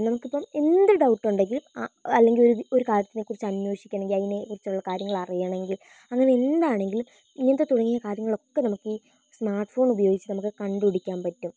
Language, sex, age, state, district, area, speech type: Malayalam, female, 18-30, Kerala, Wayanad, rural, spontaneous